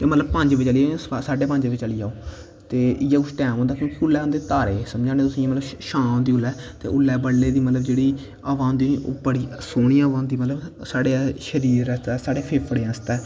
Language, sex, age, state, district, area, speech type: Dogri, male, 18-30, Jammu and Kashmir, Kathua, rural, spontaneous